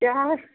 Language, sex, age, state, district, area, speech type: Kashmiri, female, 30-45, Jammu and Kashmir, Bandipora, rural, conversation